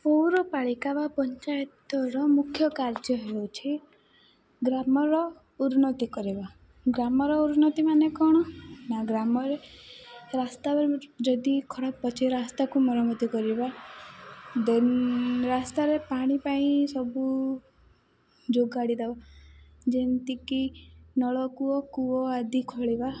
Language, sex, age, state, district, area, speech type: Odia, female, 18-30, Odisha, Rayagada, rural, spontaneous